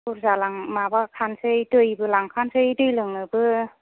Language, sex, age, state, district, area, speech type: Bodo, female, 45-60, Assam, Kokrajhar, rural, conversation